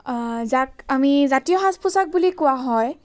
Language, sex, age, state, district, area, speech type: Assamese, female, 18-30, Assam, Charaideo, urban, spontaneous